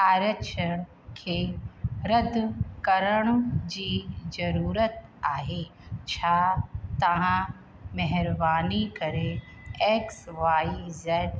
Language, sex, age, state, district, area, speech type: Sindhi, female, 45-60, Uttar Pradesh, Lucknow, rural, read